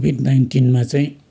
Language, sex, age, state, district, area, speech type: Nepali, male, 60+, West Bengal, Kalimpong, rural, spontaneous